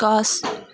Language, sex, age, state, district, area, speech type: Assamese, female, 18-30, Assam, Dibrugarh, rural, read